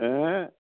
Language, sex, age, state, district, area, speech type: Punjabi, male, 60+, Punjab, Fazilka, rural, conversation